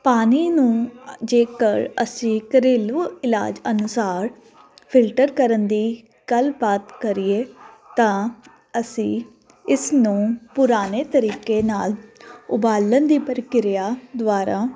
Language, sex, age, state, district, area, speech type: Punjabi, female, 30-45, Punjab, Jalandhar, urban, spontaneous